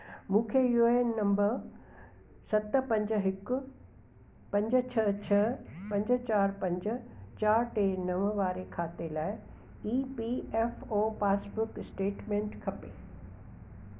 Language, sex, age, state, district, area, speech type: Sindhi, female, 60+, Gujarat, Kutch, urban, read